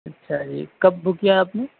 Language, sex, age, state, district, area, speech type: Urdu, male, 18-30, Delhi, South Delhi, urban, conversation